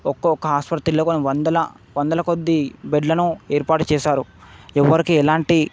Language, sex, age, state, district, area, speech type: Telugu, male, 18-30, Telangana, Hyderabad, urban, spontaneous